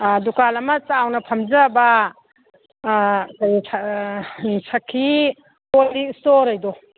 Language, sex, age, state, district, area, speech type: Manipuri, female, 60+, Manipur, Imphal East, rural, conversation